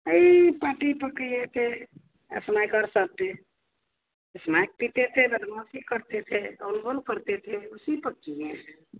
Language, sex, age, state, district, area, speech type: Hindi, female, 60+, Bihar, Madhepura, rural, conversation